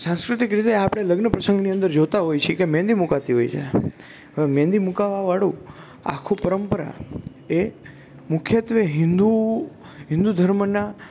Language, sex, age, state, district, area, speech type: Gujarati, male, 18-30, Gujarat, Rajkot, urban, spontaneous